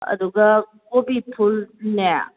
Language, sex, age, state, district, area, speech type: Manipuri, female, 30-45, Manipur, Kakching, rural, conversation